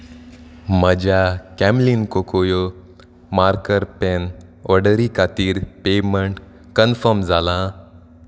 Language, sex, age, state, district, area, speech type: Goan Konkani, male, 18-30, Goa, Salcete, rural, read